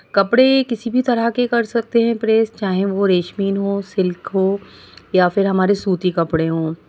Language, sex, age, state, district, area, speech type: Urdu, female, 30-45, Delhi, South Delhi, rural, spontaneous